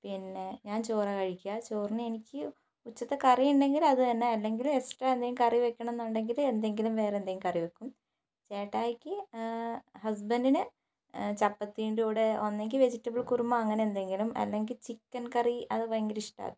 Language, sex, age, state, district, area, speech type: Malayalam, female, 18-30, Kerala, Wayanad, rural, spontaneous